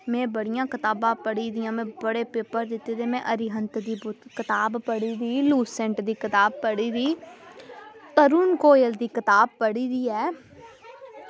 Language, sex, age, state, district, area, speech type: Dogri, female, 18-30, Jammu and Kashmir, Samba, rural, spontaneous